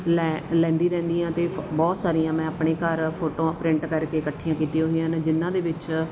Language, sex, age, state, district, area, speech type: Punjabi, female, 30-45, Punjab, Mansa, rural, spontaneous